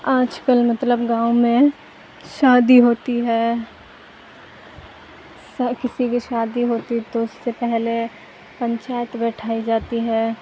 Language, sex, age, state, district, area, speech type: Urdu, female, 18-30, Bihar, Supaul, rural, spontaneous